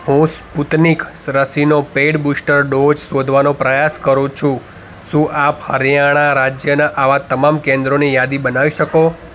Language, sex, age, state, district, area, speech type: Gujarati, male, 30-45, Gujarat, Ahmedabad, urban, read